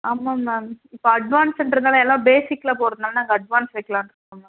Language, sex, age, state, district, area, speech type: Tamil, female, 18-30, Tamil Nadu, Tirupattur, rural, conversation